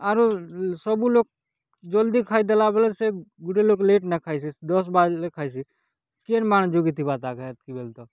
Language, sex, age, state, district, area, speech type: Odia, male, 18-30, Odisha, Kalahandi, rural, spontaneous